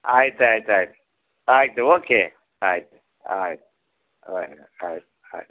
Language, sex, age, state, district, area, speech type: Kannada, male, 60+, Karnataka, Udupi, rural, conversation